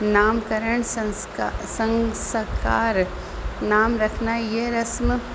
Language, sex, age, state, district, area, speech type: Urdu, female, 30-45, Uttar Pradesh, Rampur, urban, spontaneous